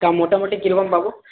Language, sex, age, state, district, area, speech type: Bengali, male, 18-30, West Bengal, Paschim Bardhaman, rural, conversation